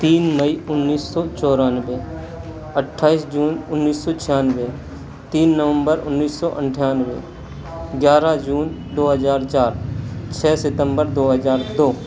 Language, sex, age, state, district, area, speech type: Hindi, male, 30-45, Madhya Pradesh, Hoshangabad, rural, spontaneous